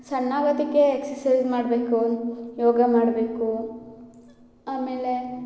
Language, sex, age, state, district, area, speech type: Kannada, female, 18-30, Karnataka, Mandya, rural, spontaneous